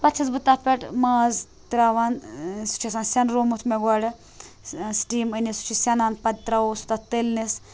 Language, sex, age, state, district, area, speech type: Kashmiri, female, 18-30, Jammu and Kashmir, Srinagar, rural, spontaneous